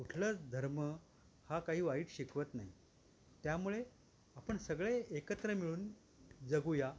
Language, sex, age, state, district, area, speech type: Marathi, male, 60+, Maharashtra, Thane, urban, spontaneous